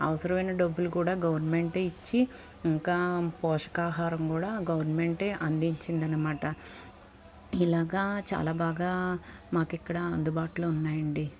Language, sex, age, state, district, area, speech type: Telugu, female, 45-60, Andhra Pradesh, Guntur, urban, spontaneous